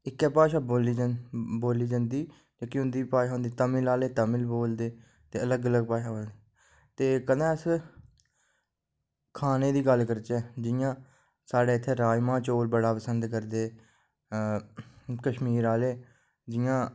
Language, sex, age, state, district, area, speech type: Dogri, male, 45-60, Jammu and Kashmir, Udhampur, rural, spontaneous